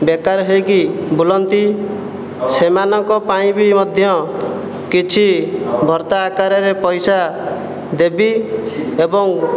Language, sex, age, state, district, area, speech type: Odia, male, 18-30, Odisha, Jajpur, rural, spontaneous